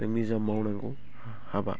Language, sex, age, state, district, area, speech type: Bodo, male, 18-30, Assam, Baksa, rural, spontaneous